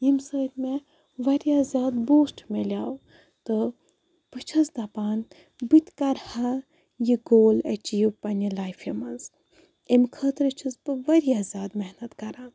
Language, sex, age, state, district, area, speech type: Kashmiri, female, 18-30, Jammu and Kashmir, Bandipora, rural, spontaneous